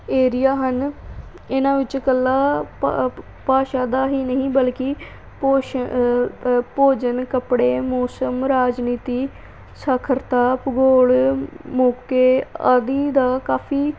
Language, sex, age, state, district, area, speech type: Punjabi, female, 18-30, Punjab, Pathankot, urban, spontaneous